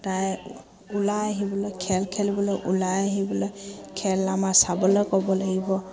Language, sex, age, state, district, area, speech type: Assamese, female, 30-45, Assam, Dibrugarh, rural, spontaneous